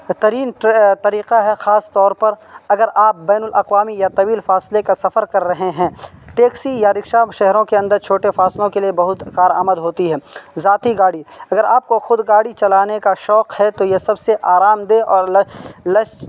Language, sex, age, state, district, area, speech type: Urdu, male, 18-30, Uttar Pradesh, Saharanpur, urban, spontaneous